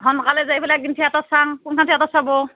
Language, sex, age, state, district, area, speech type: Assamese, female, 30-45, Assam, Nalbari, rural, conversation